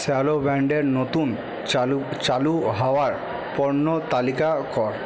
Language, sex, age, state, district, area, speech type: Bengali, male, 18-30, West Bengal, Purba Bardhaman, urban, read